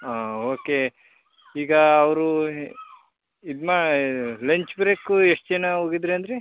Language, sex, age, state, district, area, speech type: Kannada, male, 18-30, Karnataka, Chamarajanagar, rural, conversation